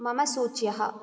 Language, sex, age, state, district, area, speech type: Sanskrit, female, 18-30, Karnataka, Bangalore Rural, urban, read